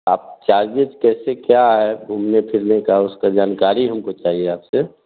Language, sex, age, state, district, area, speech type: Hindi, male, 45-60, Bihar, Vaishali, rural, conversation